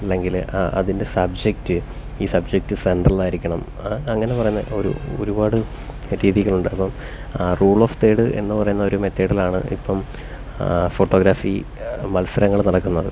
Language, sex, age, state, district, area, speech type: Malayalam, male, 30-45, Kerala, Kollam, rural, spontaneous